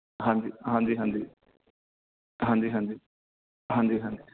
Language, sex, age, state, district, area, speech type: Punjabi, male, 18-30, Punjab, Bathinda, rural, conversation